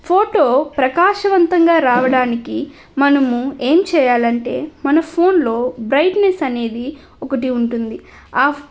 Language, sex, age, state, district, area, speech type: Telugu, female, 18-30, Andhra Pradesh, Nellore, rural, spontaneous